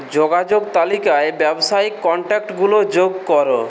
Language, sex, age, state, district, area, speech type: Bengali, male, 18-30, West Bengal, Purulia, rural, read